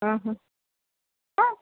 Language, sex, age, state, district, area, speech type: Hindi, female, 30-45, Madhya Pradesh, Seoni, urban, conversation